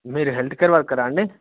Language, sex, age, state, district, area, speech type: Telugu, male, 18-30, Telangana, Wanaparthy, urban, conversation